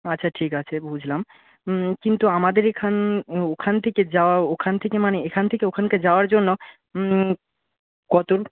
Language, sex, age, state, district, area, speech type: Bengali, male, 30-45, West Bengal, Paschim Medinipur, rural, conversation